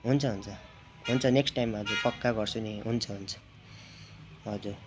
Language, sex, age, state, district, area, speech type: Nepali, male, 18-30, West Bengal, Darjeeling, rural, spontaneous